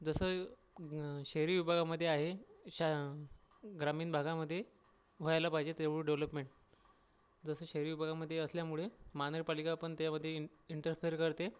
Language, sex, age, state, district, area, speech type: Marathi, male, 30-45, Maharashtra, Akola, urban, spontaneous